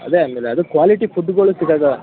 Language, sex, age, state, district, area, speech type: Kannada, male, 18-30, Karnataka, Mandya, rural, conversation